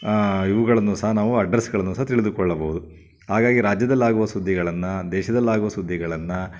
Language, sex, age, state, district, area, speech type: Kannada, male, 60+, Karnataka, Chitradurga, rural, spontaneous